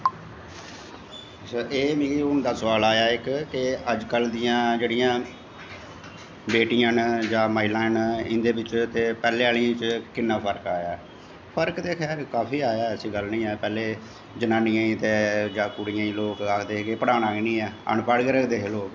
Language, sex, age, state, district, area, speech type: Dogri, male, 45-60, Jammu and Kashmir, Jammu, urban, spontaneous